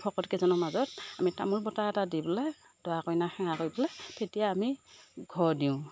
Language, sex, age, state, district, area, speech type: Assamese, female, 60+, Assam, Morigaon, rural, spontaneous